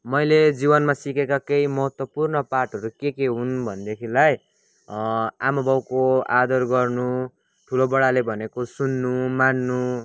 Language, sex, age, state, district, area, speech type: Nepali, male, 18-30, West Bengal, Kalimpong, rural, spontaneous